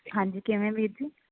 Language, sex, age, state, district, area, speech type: Punjabi, female, 30-45, Punjab, Firozpur, rural, conversation